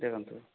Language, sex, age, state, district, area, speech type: Odia, male, 30-45, Odisha, Kalahandi, rural, conversation